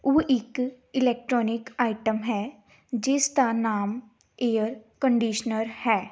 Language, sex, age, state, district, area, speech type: Punjabi, female, 18-30, Punjab, Gurdaspur, urban, spontaneous